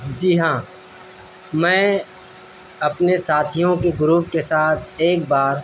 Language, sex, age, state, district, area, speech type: Urdu, male, 18-30, Delhi, East Delhi, urban, spontaneous